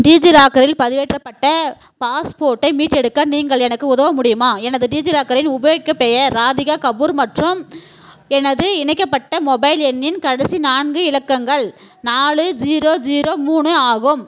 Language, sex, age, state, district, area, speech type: Tamil, female, 30-45, Tamil Nadu, Tirupattur, rural, read